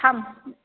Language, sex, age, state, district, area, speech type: Bodo, female, 45-60, Assam, Kokrajhar, urban, conversation